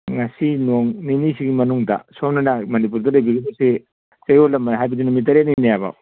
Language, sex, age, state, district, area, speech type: Manipuri, male, 60+, Manipur, Churachandpur, urban, conversation